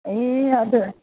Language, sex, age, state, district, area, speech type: Nepali, female, 30-45, West Bengal, Darjeeling, rural, conversation